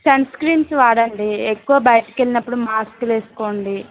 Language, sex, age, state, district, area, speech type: Telugu, female, 18-30, Telangana, Sangareddy, rural, conversation